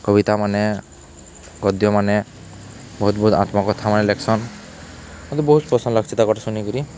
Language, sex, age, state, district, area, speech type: Odia, male, 18-30, Odisha, Balangir, urban, spontaneous